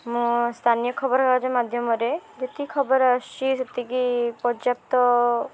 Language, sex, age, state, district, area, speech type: Odia, female, 18-30, Odisha, Puri, urban, spontaneous